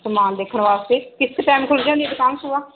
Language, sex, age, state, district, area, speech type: Punjabi, female, 45-60, Punjab, Barnala, rural, conversation